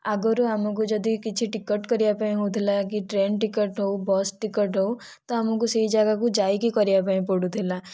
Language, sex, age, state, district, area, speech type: Odia, female, 18-30, Odisha, Kandhamal, rural, spontaneous